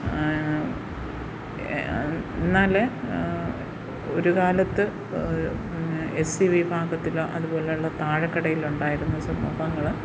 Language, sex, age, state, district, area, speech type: Malayalam, female, 60+, Kerala, Kottayam, rural, spontaneous